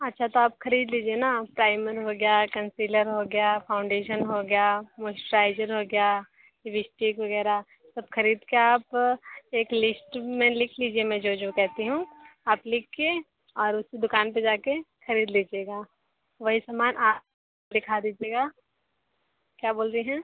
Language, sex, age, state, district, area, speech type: Hindi, female, 60+, Uttar Pradesh, Sonbhadra, rural, conversation